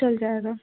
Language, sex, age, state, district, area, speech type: Hindi, female, 30-45, Madhya Pradesh, Jabalpur, urban, conversation